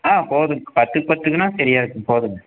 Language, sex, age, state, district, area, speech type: Tamil, male, 18-30, Tamil Nadu, Erode, urban, conversation